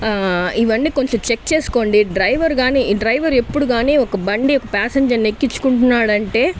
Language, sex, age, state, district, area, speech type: Telugu, female, 30-45, Andhra Pradesh, Sri Balaji, rural, spontaneous